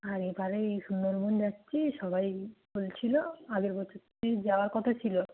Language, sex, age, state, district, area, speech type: Bengali, female, 18-30, West Bengal, Nadia, rural, conversation